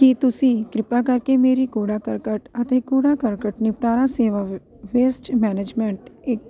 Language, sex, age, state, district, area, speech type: Punjabi, female, 30-45, Punjab, Kapurthala, urban, read